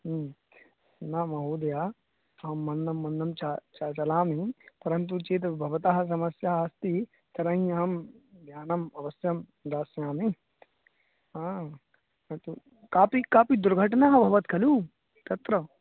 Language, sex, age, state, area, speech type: Sanskrit, male, 18-30, Uttar Pradesh, urban, conversation